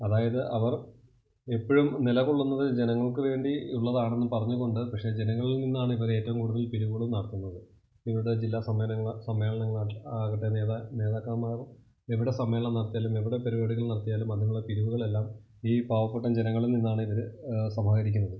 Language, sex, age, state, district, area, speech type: Malayalam, male, 30-45, Kerala, Idukki, rural, spontaneous